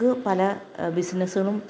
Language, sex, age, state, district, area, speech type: Malayalam, female, 45-60, Kerala, Kottayam, rural, spontaneous